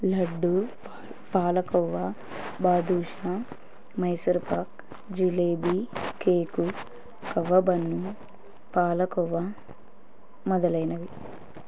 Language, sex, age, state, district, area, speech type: Telugu, female, 30-45, Andhra Pradesh, Kurnool, rural, spontaneous